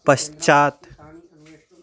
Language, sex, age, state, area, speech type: Sanskrit, male, 18-30, Delhi, rural, read